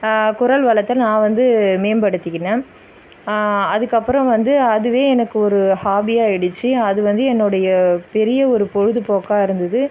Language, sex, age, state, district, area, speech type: Tamil, female, 30-45, Tamil Nadu, Viluppuram, urban, spontaneous